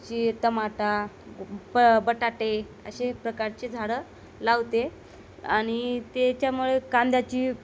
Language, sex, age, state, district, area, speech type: Marathi, female, 30-45, Maharashtra, Nanded, urban, spontaneous